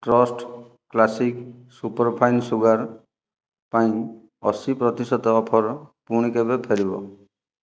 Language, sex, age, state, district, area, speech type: Odia, male, 45-60, Odisha, Jajpur, rural, read